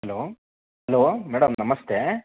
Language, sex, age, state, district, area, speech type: Kannada, male, 30-45, Karnataka, Chitradurga, rural, conversation